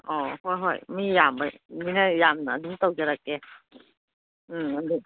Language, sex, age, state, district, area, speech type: Manipuri, female, 60+, Manipur, Kangpokpi, urban, conversation